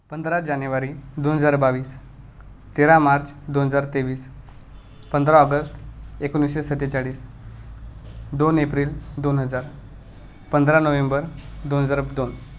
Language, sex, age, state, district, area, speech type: Marathi, male, 18-30, Maharashtra, Gadchiroli, rural, spontaneous